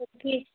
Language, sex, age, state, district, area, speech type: Punjabi, female, 18-30, Punjab, Tarn Taran, rural, conversation